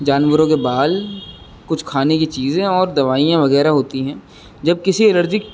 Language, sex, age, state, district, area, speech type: Urdu, male, 18-30, Uttar Pradesh, Rampur, urban, spontaneous